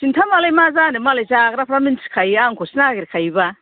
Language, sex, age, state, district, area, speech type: Bodo, female, 60+, Assam, Kokrajhar, urban, conversation